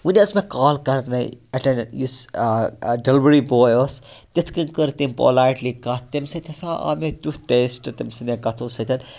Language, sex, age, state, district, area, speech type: Kashmiri, male, 30-45, Jammu and Kashmir, Budgam, rural, spontaneous